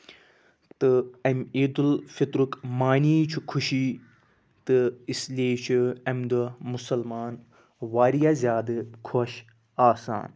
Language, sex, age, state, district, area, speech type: Kashmiri, male, 30-45, Jammu and Kashmir, Anantnag, rural, spontaneous